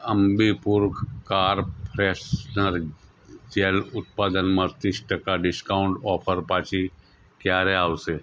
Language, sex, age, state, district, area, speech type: Gujarati, male, 45-60, Gujarat, Anand, rural, read